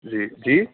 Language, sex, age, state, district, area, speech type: Urdu, male, 30-45, Uttar Pradesh, Aligarh, rural, conversation